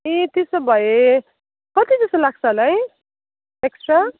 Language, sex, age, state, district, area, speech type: Nepali, female, 45-60, West Bengal, Kalimpong, rural, conversation